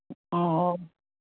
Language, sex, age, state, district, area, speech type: Manipuri, female, 45-60, Manipur, Kakching, rural, conversation